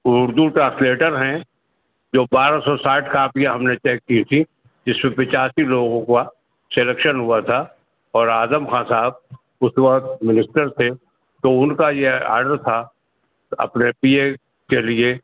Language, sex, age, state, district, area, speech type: Urdu, male, 60+, Uttar Pradesh, Rampur, urban, conversation